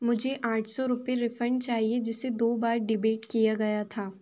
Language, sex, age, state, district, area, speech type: Hindi, female, 18-30, Madhya Pradesh, Chhindwara, urban, read